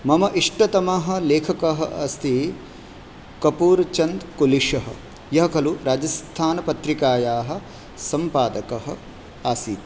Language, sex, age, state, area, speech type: Sanskrit, male, 30-45, Rajasthan, urban, spontaneous